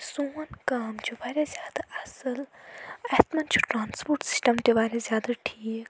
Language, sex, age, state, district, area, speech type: Kashmiri, female, 18-30, Jammu and Kashmir, Anantnag, rural, spontaneous